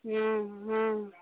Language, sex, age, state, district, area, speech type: Maithili, female, 30-45, Bihar, Samastipur, urban, conversation